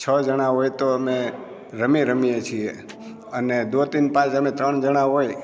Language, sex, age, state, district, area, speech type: Gujarati, male, 60+, Gujarat, Amreli, rural, spontaneous